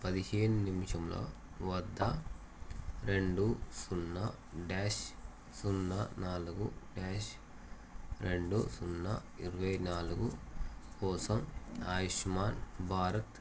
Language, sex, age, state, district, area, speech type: Telugu, male, 30-45, Telangana, Jangaon, rural, read